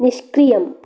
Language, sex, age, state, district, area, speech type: Sanskrit, female, 45-60, Karnataka, Dakshina Kannada, rural, read